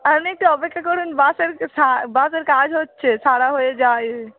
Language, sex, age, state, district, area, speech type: Bengali, female, 18-30, West Bengal, Darjeeling, rural, conversation